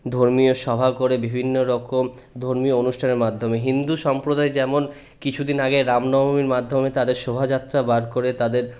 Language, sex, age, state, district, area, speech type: Bengali, male, 30-45, West Bengal, Purulia, urban, spontaneous